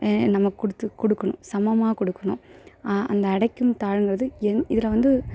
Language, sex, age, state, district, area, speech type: Tamil, female, 18-30, Tamil Nadu, Perambalur, rural, spontaneous